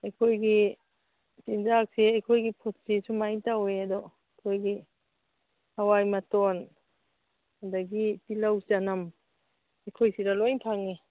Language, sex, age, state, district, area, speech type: Manipuri, female, 60+, Manipur, Churachandpur, urban, conversation